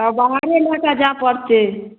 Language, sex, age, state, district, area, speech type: Maithili, female, 30-45, Bihar, Darbhanga, rural, conversation